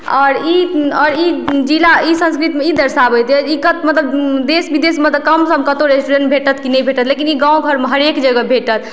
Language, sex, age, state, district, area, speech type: Maithili, female, 18-30, Bihar, Madhubani, rural, spontaneous